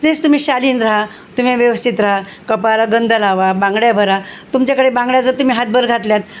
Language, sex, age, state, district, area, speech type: Marathi, female, 60+, Maharashtra, Osmanabad, rural, spontaneous